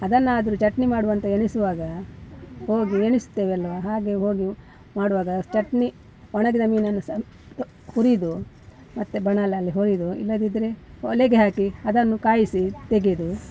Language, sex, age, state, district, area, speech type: Kannada, female, 60+, Karnataka, Udupi, rural, spontaneous